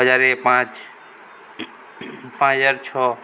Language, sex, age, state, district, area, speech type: Odia, male, 18-30, Odisha, Balangir, urban, spontaneous